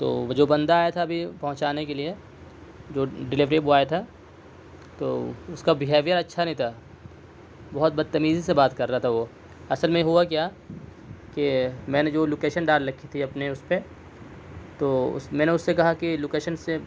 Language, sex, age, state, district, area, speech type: Urdu, male, 18-30, Delhi, South Delhi, urban, spontaneous